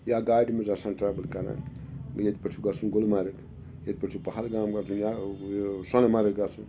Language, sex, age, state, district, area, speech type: Kashmiri, male, 60+, Jammu and Kashmir, Srinagar, urban, spontaneous